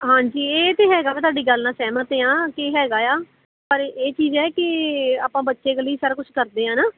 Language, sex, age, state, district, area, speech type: Punjabi, female, 30-45, Punjab, Kapurthala, rural, conversation